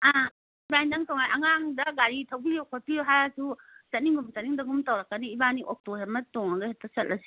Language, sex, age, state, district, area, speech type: Manipuri, female, 60+, Manipur, Imphal East, urban, conversation